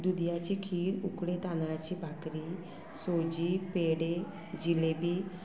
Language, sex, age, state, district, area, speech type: Goan Konkani, female, 45-60, Goa, Murmgao, rural, spontaneous